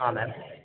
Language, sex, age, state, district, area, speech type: Kannada, male, 18-30, Karnataka, Mysore, urban, conversation